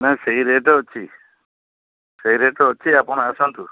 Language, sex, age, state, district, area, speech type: Odia, male, 45-60, Odisha, Balasore, rural, conversation